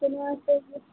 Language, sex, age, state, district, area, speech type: Bengali, female, 45-60, West Bengal, Darjeeling, urban, conversation